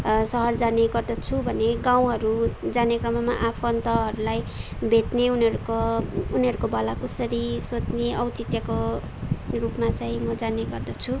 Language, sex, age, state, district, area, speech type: Nepali, female, 18-30, West Bengal, Darjeeling, urban, spontaneous